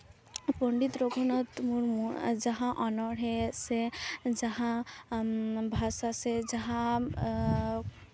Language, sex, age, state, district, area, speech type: Santali, female, 18-30, West Bengal, Purba Bardhaman, rural, spontaneous